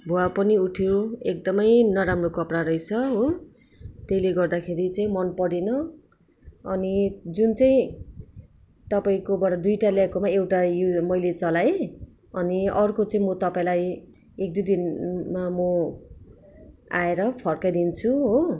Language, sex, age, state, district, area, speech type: Nepali, female, 30-45, West Bengal, Darjeeling, rural, spontaneous